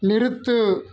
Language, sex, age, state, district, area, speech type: Tamil, male, 30-45, Tamil Nadu, Ariyalur, rural, read